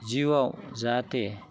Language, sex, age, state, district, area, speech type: Bodo, male, 45-60, Assam, Udalguri, rural, spontaneous